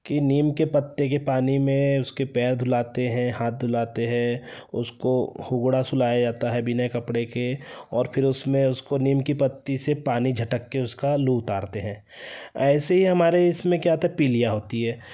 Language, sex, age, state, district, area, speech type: Hindi, male, 30-45, Madhya Pradesh, Betul, urban, spontaneous